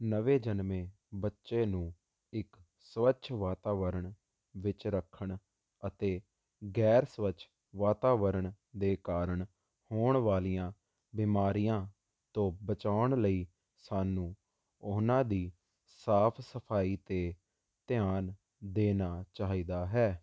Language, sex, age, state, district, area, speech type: Punjabi, male, 18-30, Punjab, Jalandhar, urban, spontaneous